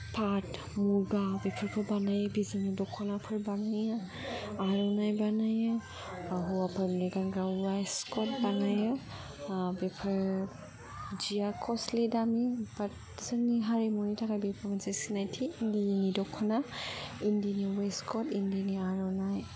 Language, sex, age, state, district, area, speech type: Bodo, female, 18-30, Assam, Kokrajhar, rural, spontaneous